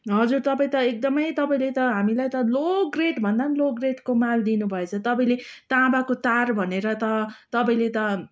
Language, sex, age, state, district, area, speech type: Nepali, female, 30-45, West Bengal, Darjeeling, rural, spontaneous